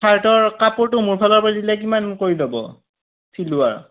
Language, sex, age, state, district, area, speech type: Assamese, male, 45-60, Assam, Morigaon, rural, conversation